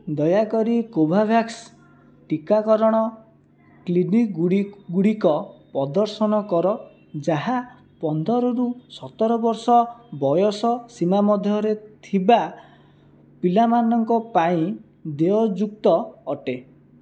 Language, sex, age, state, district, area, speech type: Odia, male, 18-30, Odisha, Jajpur, rural, read